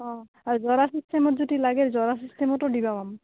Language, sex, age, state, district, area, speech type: Assamese, female, 45-60, Assam, Goalpara, urban, conversation